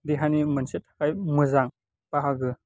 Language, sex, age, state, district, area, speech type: Bodo, male, 18-30, Assam, Baksa, rural, spontaneous